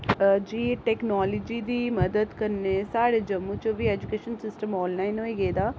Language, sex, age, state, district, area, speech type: Dogri, female, 30-45, Jammu and Kashmir, Jammu, urban, spontaneous